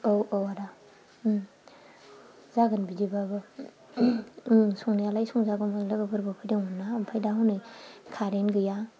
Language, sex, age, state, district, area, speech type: Bodo, female, 30-45, Assam, Chirang, urban, spontaneous